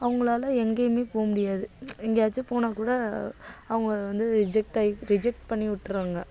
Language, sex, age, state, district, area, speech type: Tamil, female, 18-30, Tamil Nadu, Nagapattinam, urban, spontaneous